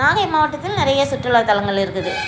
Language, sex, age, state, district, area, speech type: Tamil, female, 60+, Tamil Nadu, Nagapattinam, rural, spontaneous